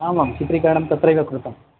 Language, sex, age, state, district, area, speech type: Sanskrit, male, 45-60, Karnataka, Bangalore Urban, urban, conversation